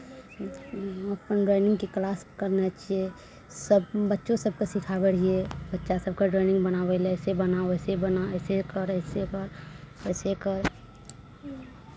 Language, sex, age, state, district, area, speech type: Maithili, female, 18-30, Bihar, Araria, urban, spontaneous